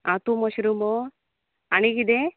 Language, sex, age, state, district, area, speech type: Goan Konkani, female, 30-45, Goa, Canacona, rural, conversation